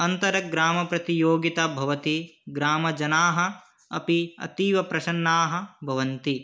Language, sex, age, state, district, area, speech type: Sanskrit, male, 18-30, Manipur, Kangpokpi, rural, spontaneous